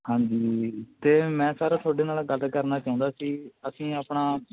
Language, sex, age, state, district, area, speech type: Punjabi, male, 18-30, Punjab, Fatehgarh Sahib, rural, conversation